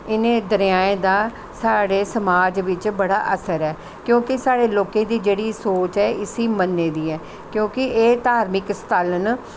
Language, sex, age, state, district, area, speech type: Dogri, female, 60+, Jammu and Kashmir, Jammu, urban, spontaneous